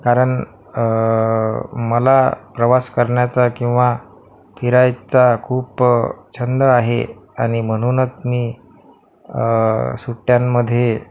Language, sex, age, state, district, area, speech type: Marathi, male, 30-45, Maharashtra, Akola, urban, spontaneous